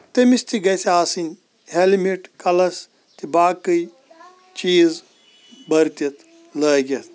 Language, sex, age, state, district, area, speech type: Kashmiri, male, 45-60, Jammu and Kashmir, Kulgam, rural, spontaneous